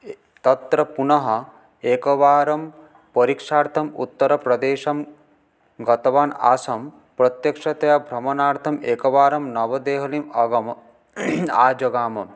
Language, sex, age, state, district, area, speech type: Sanskrit, male, 18-30, West Bengal, Paschim Medinipur, urban, spontaneous